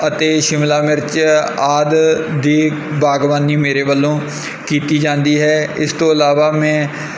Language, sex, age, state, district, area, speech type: Punjabi, male, 30-45, Punjab, Kapurthala, rural, spontaneous